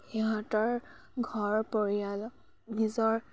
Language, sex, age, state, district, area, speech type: Assamese, female, 30-45, Assam, Biswanath, rural, spontaneous